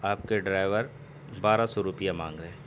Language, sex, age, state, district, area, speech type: Urdu, male, 18-30, Bihar, Purnia, rural, spontaneous